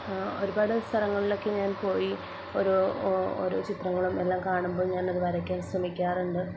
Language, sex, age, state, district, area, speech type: Malayalam, female, 30-45, Kerala, Wayanad, rural, spontaneous